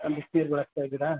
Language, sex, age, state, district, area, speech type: Kannada, male, 45-60, Karnataka, Ramanagara, urban, conversation